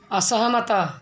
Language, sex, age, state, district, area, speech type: Odia, female, 60+, Odisha, Kendrapara, urban, read